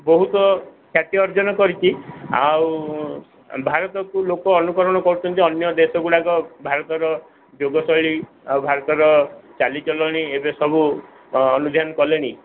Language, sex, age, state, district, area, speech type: Odia, male, 45-60, Odisha, Sundergarh, rural, conversation